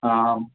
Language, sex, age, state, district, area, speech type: Tamil, male, 18-30, Tamil Nadu, Thanjavur, rural, conversation